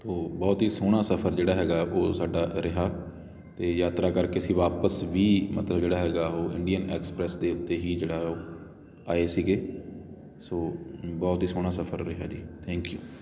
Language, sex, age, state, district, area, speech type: Punjabi, male, 30-45, Punjab, Patiala, rural, spontaneous